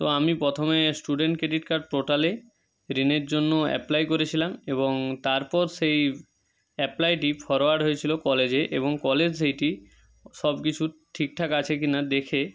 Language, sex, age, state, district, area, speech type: Bengali, male, 45-60, West Bengal, Nadia, rural, spontaneous